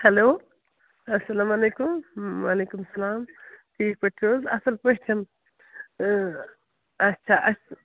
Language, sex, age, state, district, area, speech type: Kashmiri, female, 30-45, Jammu and Kashmir, Srinagar, rural, conversation